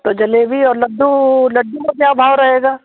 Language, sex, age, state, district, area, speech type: Hindi, female, 60+, Madhya Pradesh, Gwalior, rural, conversation